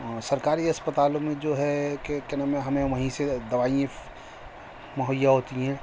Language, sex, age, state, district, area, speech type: Urdu, male, 45-60, Delhi, Central Delhi, urban, spontaneous